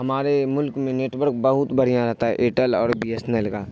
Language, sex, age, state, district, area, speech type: Urdu, male, 18-30, Bihar, Supaul, rural, spontaneous